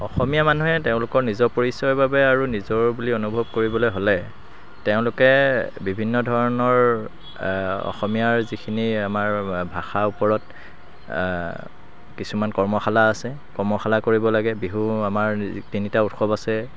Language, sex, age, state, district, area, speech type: Assamese, male, 30-45, Assam, Sivasagar, rural, spontaneous